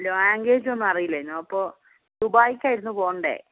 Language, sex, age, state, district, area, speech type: Malayalam, male, 18-30, Kerala, Wayanad, rural, conversation